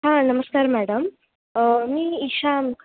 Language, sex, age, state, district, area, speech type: Marathi, female, 18-30, Maharashtra, Kolhapur, urban, conversation